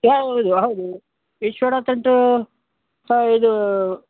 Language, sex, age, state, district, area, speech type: Kannada, male, 60+, Karnataka, Udupi, rural, conversation